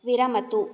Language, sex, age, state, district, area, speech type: Sanskrit, female, 18-30, Karnataka, Bangalore Rural, urban, read